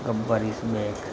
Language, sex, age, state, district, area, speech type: Gujarati, male, 30-45, Gujarat, Anand, rural, spontaneous